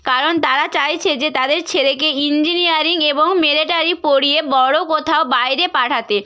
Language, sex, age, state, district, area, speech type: Bengali, female, 18-30, West Bengal, Purba Medinipur, rural, spontaneous